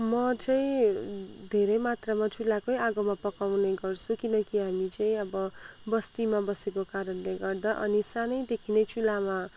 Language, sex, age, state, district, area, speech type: Nepali, female, 45-60, West Bengal, Kalimpong, rural, spontaneous